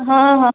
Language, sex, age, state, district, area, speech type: Maithili, female, 18-30, Bihar, Darbhanga, rural, conversation